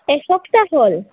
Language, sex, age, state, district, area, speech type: Assamese, female, 18-30, Assam, Sonitpur, rural, conversation